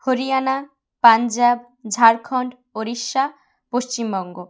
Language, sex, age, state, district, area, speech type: Bengali, female, 18-30, West Bengal, Bankura, rural, spontaneous